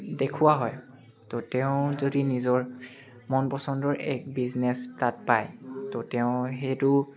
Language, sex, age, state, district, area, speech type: Assamese, male, 18-30, Assam, Dibrugarh, urban, spontaneous